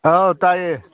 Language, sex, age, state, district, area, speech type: Manipuri, male, 45-60, Manipur, Kangpokpi, urban, conversation